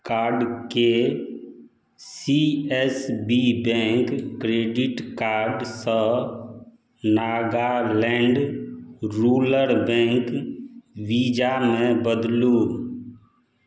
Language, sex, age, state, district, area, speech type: Maithili, male, 60+, Bihar, Madhubani, rural, read